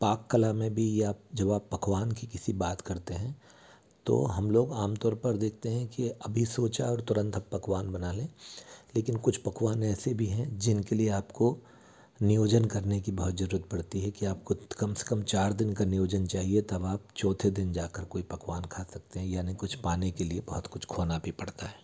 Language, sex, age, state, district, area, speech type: Hindi, male, 60+, Madhya Pradesh, Bhopal, urban, spontaneous